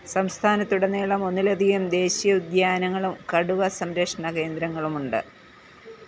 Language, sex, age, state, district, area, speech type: Malayalam, female, 45-60, Kerala, Pathanamthitta, rural, read